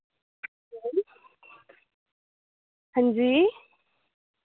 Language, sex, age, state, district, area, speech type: Dogri, female, 18-30, Jammu and Kashmir, Reasi, rural, conversation